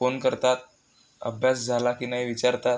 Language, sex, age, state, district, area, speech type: Marathi, male, 18-30, Maharashtra, Amravati, rural, spontaneous